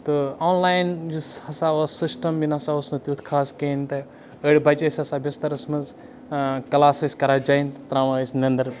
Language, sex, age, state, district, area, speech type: Kashmiri, male, 18-30, Jammu and Kashmir, Baramulla, rural, spontaneous